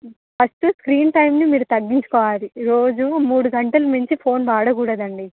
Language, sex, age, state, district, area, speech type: Telugu, female, 18-30, Telangana, Hyderabad, urban, conversation